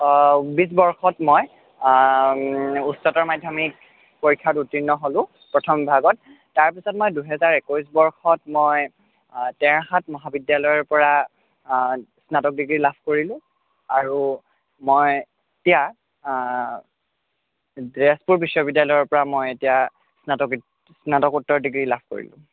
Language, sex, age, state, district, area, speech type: Assamese, male, 18-30, Assam, Sonitpur, rural, conversation